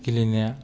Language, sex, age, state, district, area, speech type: Bodo, male, 30-45, Assam, Kokrajhar, rural, spontaneous